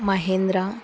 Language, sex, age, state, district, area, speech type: Telugu, female, 45-60, Andhra Pradesh, Kurnool, rural, spontaneous